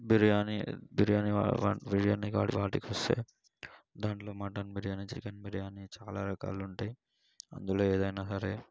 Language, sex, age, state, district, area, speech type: Telugu, male, 18-30, Telangana, Sangareddy, urban, spontaneous